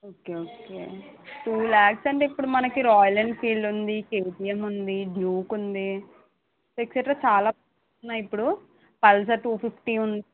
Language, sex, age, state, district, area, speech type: Telugu, female, 30-45, Andhra Pradesh, Eluru, rural, conversation